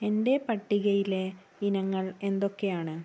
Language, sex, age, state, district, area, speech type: Malayalam, female, 60+, Kerala, Wayanad, rural, read